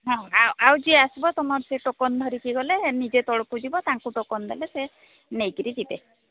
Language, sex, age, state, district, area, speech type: Odia, female, 45-60, Odisha, Sambalpur, rural, conversation